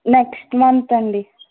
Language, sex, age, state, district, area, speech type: Telugu, female, 30-45, Andhra Pradesh, Eluru, urban, conversation